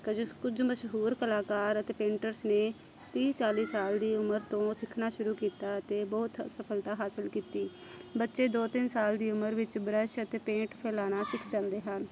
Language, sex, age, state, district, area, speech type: Punjabi, female, 30-45, Punjab, Amritsar, urban, spontaneous